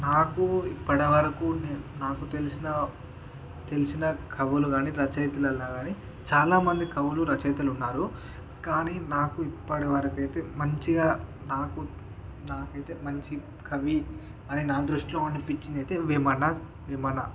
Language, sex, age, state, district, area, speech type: Telugu, male, 30-45, Andhra Pradesh, Srikakulam, urban, spontaneous